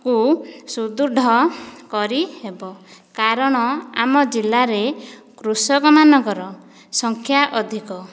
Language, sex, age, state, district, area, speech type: Odia, female, 45-60, Odisha, Dhenkanal, rural, spontaneous